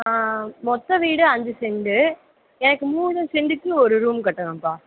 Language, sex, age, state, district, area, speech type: Tamil, female, 30-45, Tamil Nadu, Pudukkottai, rural, conversation